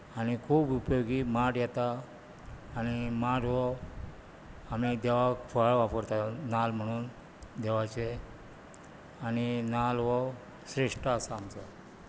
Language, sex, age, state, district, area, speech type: Goan Konkani, male, 45-60, Goa, Bardez, rural, spontaneous